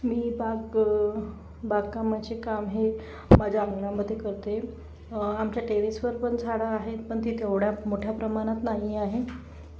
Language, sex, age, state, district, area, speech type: Marathi, female, 30-45, Maharashtra, Yavatmal, rural, spontaneous